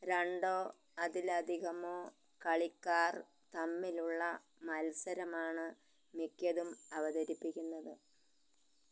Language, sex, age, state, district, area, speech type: Malayalam, female, 60+, Kerala, Malappuram, rural, read